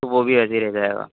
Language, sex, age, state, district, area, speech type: Urdu, male, 30-45, Uttar Pradesh, Gautam Buddha Nagar, urban, conversation